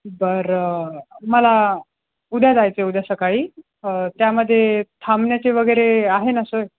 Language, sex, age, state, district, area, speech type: Marathi, male, 18-30, Maharashtra, Jalna, urban, conversation